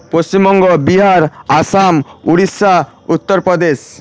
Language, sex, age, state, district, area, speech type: Bengali, male, 18-30, West Bengal, Paschim Medinipur, rural, spontaneous